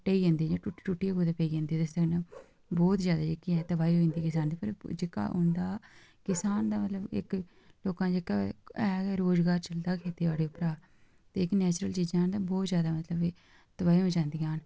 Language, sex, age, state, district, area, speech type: Dogri, female, 30-45, Jammu and Kashmir, Udhampur, urban, spontaneous